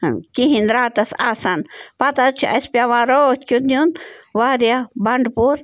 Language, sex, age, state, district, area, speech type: Kashmiri, female, 30-45, Jammu and Kashmir, Bandipora, rural, spontaneous